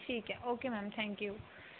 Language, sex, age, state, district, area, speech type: Punjabi, female, 18-30, Punjab, Mohali, rural, conversation